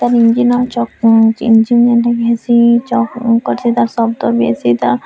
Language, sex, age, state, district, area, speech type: Odia, female, 18-30, Odisha, Bargarh, urban, spontaneous